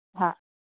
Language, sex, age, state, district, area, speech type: Sindhi, female, 30-45, Gujarat, Junagadh, urban, conversation